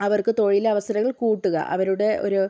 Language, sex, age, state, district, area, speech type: Malayalam, female, 18-30, Kerala, Kozhikode, urban, spontaneous